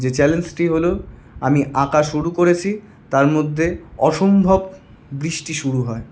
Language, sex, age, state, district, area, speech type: Bengali, male, 18-30, West Bengal, Paschim Bardhaman, urban, spontaneous